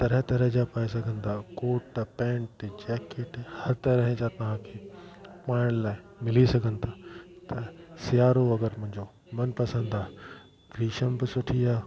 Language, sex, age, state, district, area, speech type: Sindhi, male, 45-60, Delhi, South Delhi, urban, spontaneous